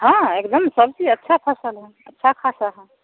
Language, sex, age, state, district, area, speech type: Hindi, female, 45-60, Bihar, Samastipur, rural, conversation